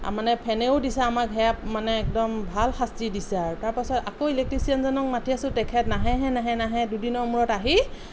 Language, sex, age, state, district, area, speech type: Assamese, female, 45-60, Assam, Sonitpur, urban, spontaneous